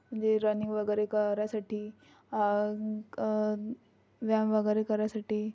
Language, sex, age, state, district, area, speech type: Marathi, female, 45-60, Maharashtra, Amravati, rural, spontaneous